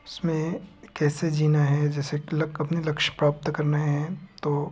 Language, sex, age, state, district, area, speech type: Hindi, male, 18-30, Madhya Pradesh, Betul, rural, spontaneous